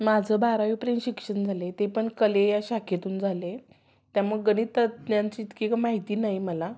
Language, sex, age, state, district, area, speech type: Marathi, female, 30-45, Maharashtra, Sangli, rural, spontaneous